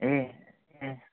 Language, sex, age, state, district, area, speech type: Nepali, male, 30-45, West Bengal, Kalimpong, rural, conversation